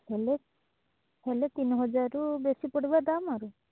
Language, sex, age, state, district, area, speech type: Odia, female, 18-30, Odisha, Kalahandi, rural, conversation